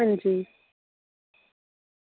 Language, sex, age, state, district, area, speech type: Dogri, female, 30-45, Jammu and Kashmir, Reasi, urban, conversation